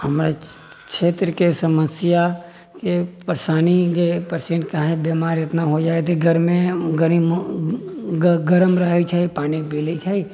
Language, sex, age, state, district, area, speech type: Maithili, male, 60+, Bihar, Sitamarhi, rural, spontaneous